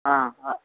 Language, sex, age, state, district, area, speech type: Tamil, female, 45-60, Tamil Nadu, Thoothukudi, urban, conversation